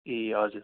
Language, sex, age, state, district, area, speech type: Nepali, male, 18-30, West Bengal, Kalimpong, rural, conversation